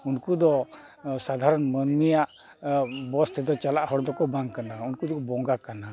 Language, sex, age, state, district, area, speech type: Santali, male, 60+, Jharkhand, East Singhbhum, rural, spontaneous